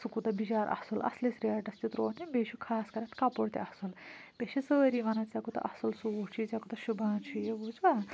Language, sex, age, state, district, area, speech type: Kashmiri, female, 30-45, Jammu and Kashmir, Kulgam, rural, spontaneous